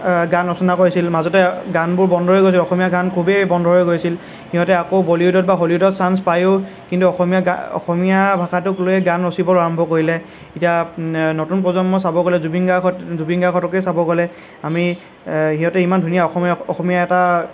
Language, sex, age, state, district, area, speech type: Assamese, male, 18-30, Assam, Lakhimpur, rural, spontaneous